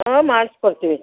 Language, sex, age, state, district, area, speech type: Kannada, female, 60+, Karnataka, Mandya, rural, conversation